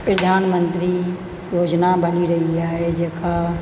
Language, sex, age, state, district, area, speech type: Sindhi, female, 60+, Rajasthan, Ajmer, urban, spontaneous